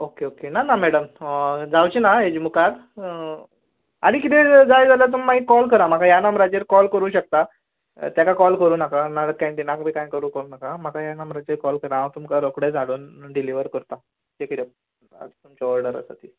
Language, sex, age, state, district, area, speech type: Goan Konkani, male, 18-30, Goa, Canacona, rural, conversation